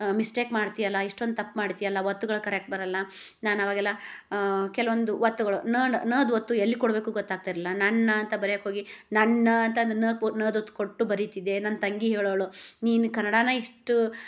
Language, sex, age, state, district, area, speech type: Kannada, female, 30-45, Karnataka, Gadag, rural, spontaneous